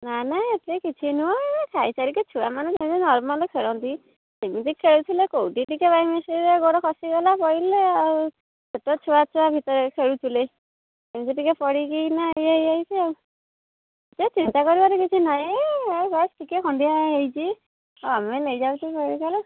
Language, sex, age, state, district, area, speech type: Odia, female, 30-45, Odisha, Kendujhar, urban, conversation